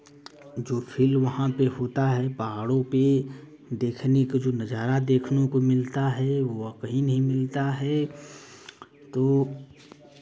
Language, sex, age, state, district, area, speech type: Hindi, male, 18-30, Uttar Pradesh, Chandauli, urban, spontaneous